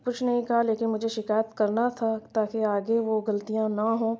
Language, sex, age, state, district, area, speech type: Urdu, female, 60+, Uttar Pradesh, Lucknow, rural, spontaneous